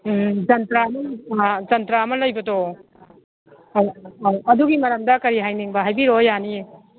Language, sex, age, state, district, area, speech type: Manipuri, female, 60+, Manipur, Imphal East, rural, conversation